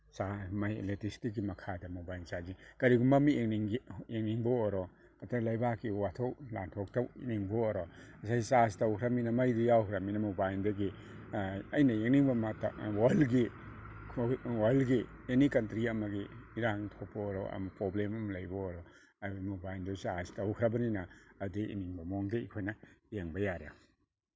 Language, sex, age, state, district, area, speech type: Manipuri, male, 30-45, Manipur, Kakching, rural, spontaneous